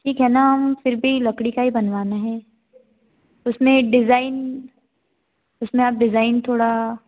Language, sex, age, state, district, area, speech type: Hindi, female, 18-30, Madhya Pradesh, Betul, rural, conversation